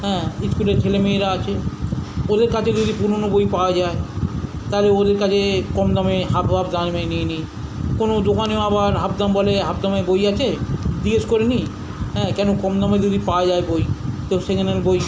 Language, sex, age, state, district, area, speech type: Bengali, male, 45-60, West Bengal, South 24 Parganas, urban, spontaneous